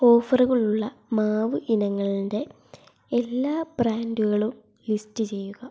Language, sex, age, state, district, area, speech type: Malayalam, female, 18-30, Kerala, Wayanad, rural, read